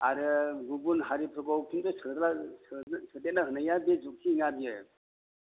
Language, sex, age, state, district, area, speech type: Bodo, male, 60+, Assam, Chirang, rural, conversation